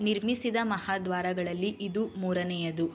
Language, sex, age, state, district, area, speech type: Kannada, female, 18-30, Karnataka, Mysore, urban, read